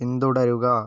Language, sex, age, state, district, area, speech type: Malayalam, male, 45-60, Kerala, Wayanad, rural, read